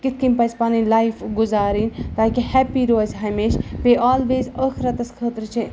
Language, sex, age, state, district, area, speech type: Kashmiri, female, 18-30, Jammu and Kashmir, Ganderbal, rural, spontaneous